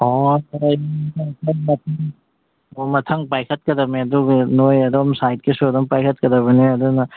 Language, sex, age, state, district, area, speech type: Manipuri, male, 45-60, Manipur, Imphal East, rural, conversation